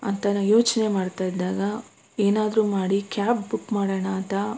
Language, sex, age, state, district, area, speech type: Kannada, female, 30-45, Karnataka, Bangalore Rural, rural, spontaneous